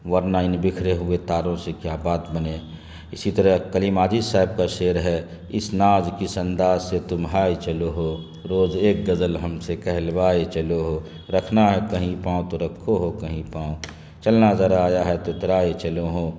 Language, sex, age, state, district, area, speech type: Urdu, male, 30-45, Bihar, Khagaria, rural, spontaneous